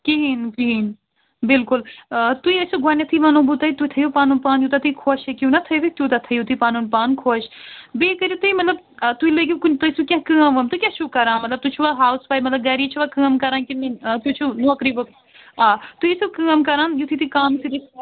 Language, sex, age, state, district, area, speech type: Kashmiri, female, 30-45, Jammu and Kashmir, Srinagar, urban, conversation